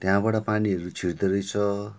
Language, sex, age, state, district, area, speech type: Nepali, male, 45-60, West Bengal, Darjeeling, rural, spontaneous